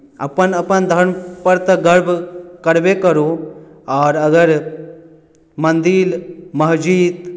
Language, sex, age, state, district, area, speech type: Maithili, male, 18-30, Bihar, Madhubani, rural, spontaneous